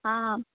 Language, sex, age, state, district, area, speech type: Gujarati, female, 18-30, Gujarat, Rajkot, rural, conversation